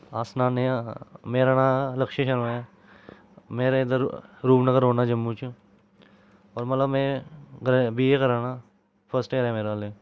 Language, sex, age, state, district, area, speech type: Dogri, male, 18-30, Jammu and Kashmir, Jammu, urban, spontaneous